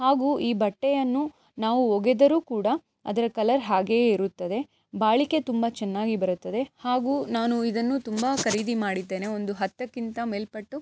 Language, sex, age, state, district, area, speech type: Kannada, female, 18-30, Karnataka, Chikkaballapur, urban, spontaneous